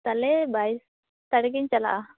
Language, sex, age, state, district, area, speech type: Santali, female, 18-30, West Bengal, Purba Bardhaman, rural, conversation